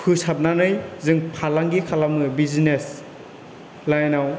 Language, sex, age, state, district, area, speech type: Bodo, male, 18-30, Assam, Chirang, urban, spontaneous